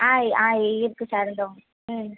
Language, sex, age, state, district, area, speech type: Tamil, female, 18-30, Tamil Nadu, Madurai, urban, conversation